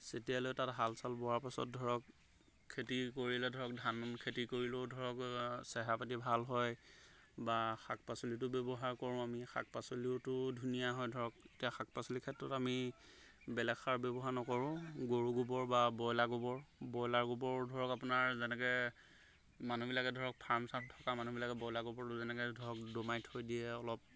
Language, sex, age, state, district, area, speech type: Assamese, male, 30-45, Assam, Golaghat, rural, spontaneous